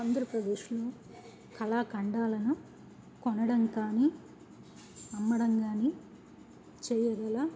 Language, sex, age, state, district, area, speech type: Telugu, female, 30-45, Andhra Pradesh, N T Rama Rao, urban, spontaneous